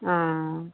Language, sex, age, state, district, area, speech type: Bengali, female, 45-60, West Bengal, Dakshin Dinajpur, rural, conversation